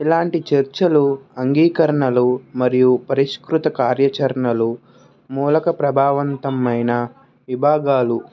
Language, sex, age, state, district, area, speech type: Telugu, male, 30-45, Andhra Pradesh, Krishna, urban, spontaneous